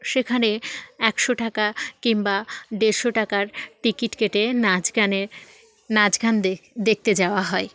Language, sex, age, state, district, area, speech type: Bengali, female, 18-30, West Bengal, South 24 Parganas, rural, spontaneous